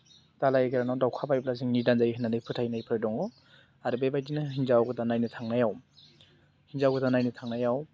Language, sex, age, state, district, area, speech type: Bodo, male, 18-30, Assam, Baksa, rural, spontaneous